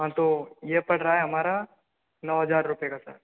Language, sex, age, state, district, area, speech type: Hindi, male, 60+, Rajasthan, Karauli, rural, conversation